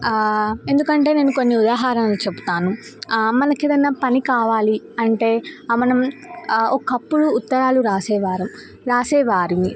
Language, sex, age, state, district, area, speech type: Telugu, female, 18-30, Telangana, Nizamabad, urban, spontaneous